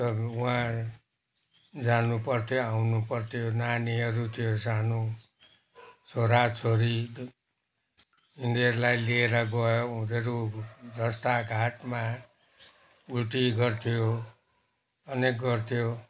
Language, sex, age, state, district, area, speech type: Nepali, male, 60+, West Bengal, Kalimpong, rural, spontaneous